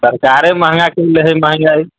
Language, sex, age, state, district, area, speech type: Maithili, male, 30-45, Bihar, Muzaffarpur, rural, conversation